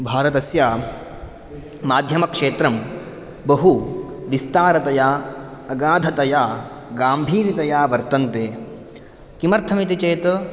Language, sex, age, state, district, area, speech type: Sanskrit, male, 18-30, Karnataka, Udupi, rural, spontaneous